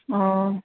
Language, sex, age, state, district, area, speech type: Assamese, female, 18-30, Assam, Kamrup Metropolitan, urban, conversation